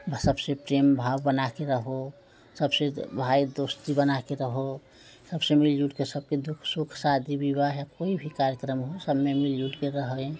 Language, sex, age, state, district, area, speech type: Hindi, female, 45-60, Uttar Pradesh, Prayagraj, rural, spontaneous